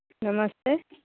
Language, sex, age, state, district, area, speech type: Hindi, female, 60+, Uttar Pradesh, Pratapgarh, rural, conversation